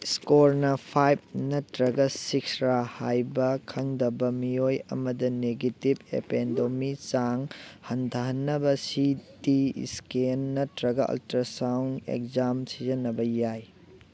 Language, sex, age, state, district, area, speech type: Manipuri, male, 18-30, Manipur, Thoubal, rural, read